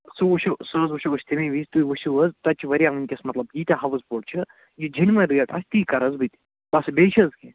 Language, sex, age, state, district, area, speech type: Kashmiri, male, 45-60, Jammu and Kashmir, Budgam, urban, conversation